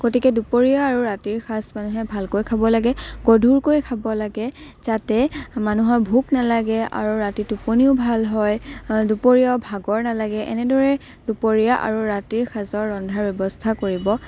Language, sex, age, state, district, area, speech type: Assamese, female, 18-30, Assam, Morigaon, rural, spontaneous